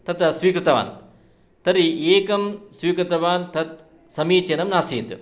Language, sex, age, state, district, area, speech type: Sanskrit, male, 60+, Karnataka, Shimoga, urban, spontaneous